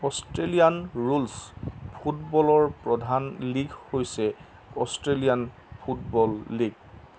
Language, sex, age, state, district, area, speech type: Assamese, male, 30-45, Assam, Jorhat, urban, read